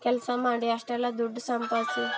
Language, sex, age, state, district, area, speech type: Kannada, female, 18-30, Karnataka, Vijayanagara, rural, spontaneous